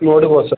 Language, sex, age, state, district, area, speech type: Kannada, male, 30-45, Karnataka, Bidar, urban, conversation